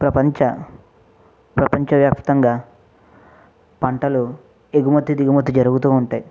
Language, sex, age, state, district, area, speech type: Telugu, male, 45-60, Andhra Pradesh, East Godavari, urban, spontaneous